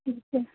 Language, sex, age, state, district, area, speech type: Hindi, female, 18-30, Bihar, Begusarai, rural, conversation